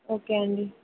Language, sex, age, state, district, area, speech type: Telugu, female, 18-30, Telangana, Siddipet, rural, conversation